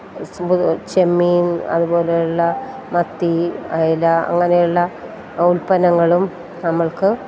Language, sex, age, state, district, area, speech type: Malayalam, female, 45-60, Kerala, Kottayam, rural, spontaneous